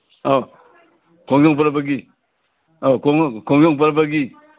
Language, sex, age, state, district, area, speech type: Manipuri, male, 60+, Manipur, Imphal East, rural, conversation